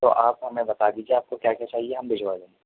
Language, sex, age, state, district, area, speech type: Urdu, male, 18-30, Delhi, East Delhi, rural, conversation